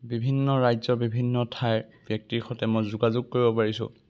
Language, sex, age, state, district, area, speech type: Assamese, male, 18-30, Assam, Sonitpur, rural, spontaneous